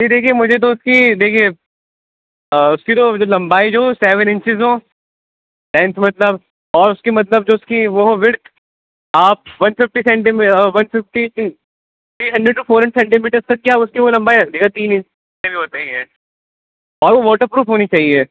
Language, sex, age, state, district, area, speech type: Urdu, male, 18-30, Uttar Pradesh, Rampur, urban, conversation